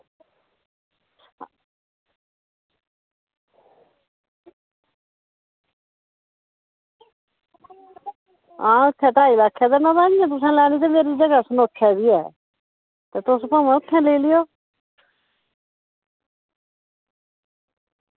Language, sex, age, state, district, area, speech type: Dogri, female, 60+, Jammu and Kashmir, Udhampur, rural, conversation